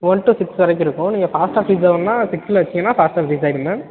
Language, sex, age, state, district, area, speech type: Tamil, male, 18-30, Tamil Nadu, Nagapattinam, urban, conversation